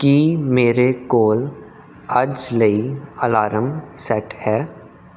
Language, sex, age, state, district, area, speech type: Punjabi, male, 18-30, Punjab, Kapurthala, urban, read